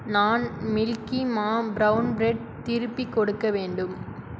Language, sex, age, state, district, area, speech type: Tamil, female, 60+, Tamil Nadu, Cuddalore, rural, read